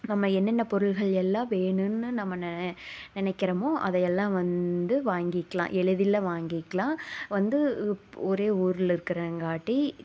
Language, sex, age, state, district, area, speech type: Tamil, female, 18-30, Tamil Nadu, Tiruppur, rural, spontaneous